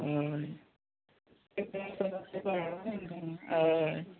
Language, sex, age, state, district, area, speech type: Goan Konkani, female, 45-60, Goa, Murmgao, rural, conversation